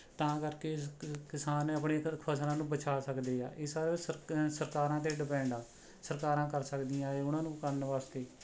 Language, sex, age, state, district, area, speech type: Punjabi, male, 30-45, Punjab, Rupnagar, rural, spontaneous